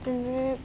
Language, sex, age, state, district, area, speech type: Assamese, female, 18-30, Assam, Dhemaji, rural, spontaneous